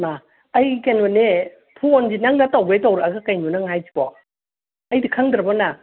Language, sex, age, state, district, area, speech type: Manipuri, female, 60+, Manipur, Imphal East, rural, conversation